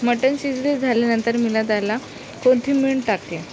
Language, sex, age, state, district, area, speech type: Marathi, female, 18-30, Maharashtra, Nagpur, urban, spontaneous